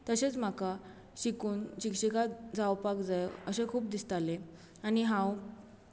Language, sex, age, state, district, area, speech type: Goan Konkani, female, 18-30, Goa, Bardez, rural, spontaneous